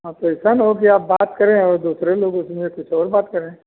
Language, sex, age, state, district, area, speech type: Hindi, male, 60+, Uttar Pradesh, Azamgarh, rural, conversation